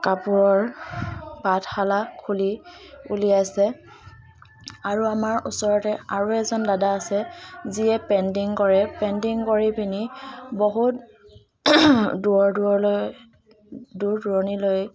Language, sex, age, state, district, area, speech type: Assamese, female, 18-30, Assam, Dibrugarh, rural, spontaneous